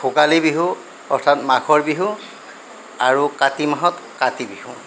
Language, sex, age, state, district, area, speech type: Assamese, male, 60+, Assam, Darrang, rural, spontaneous